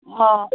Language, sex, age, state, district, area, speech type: Assamese, female, 18-30, Assam, Sivasagar, rural, conversation